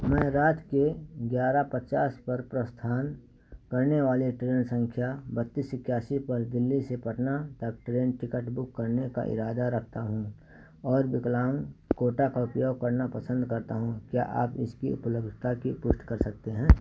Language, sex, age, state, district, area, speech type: Hindi, male, 60+, Uttar Pradesh, Ayodhya, urban, read